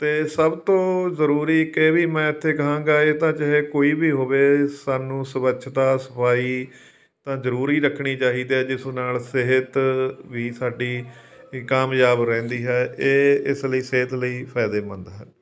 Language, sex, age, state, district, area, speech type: Punjabi, male, 45-60, Punjab, Fatehgarh Sahib, rural, spontaneous